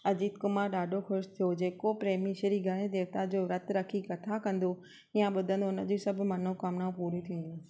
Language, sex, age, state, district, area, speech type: Sindhi, female, 45-60, Maharashtra, Thane, urban, spontaneous